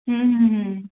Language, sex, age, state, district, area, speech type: Odia, female, 30-45, Odisha, Sambalpur, rural, conversation